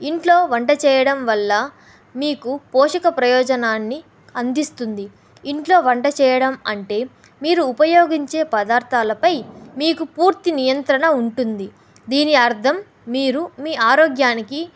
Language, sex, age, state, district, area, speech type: Telugu, female, 18-30, Andhra Pradesh, Kadapa, rural, spontaneous